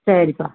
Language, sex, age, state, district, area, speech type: Tamil, female, 45-60, Tamil Nadu, Cuddalore, rural, conversation